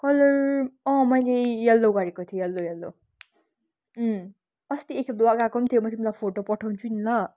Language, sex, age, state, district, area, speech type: Nepali, female, 18-30, West Bengal, Kalimpong, rural, spontaneous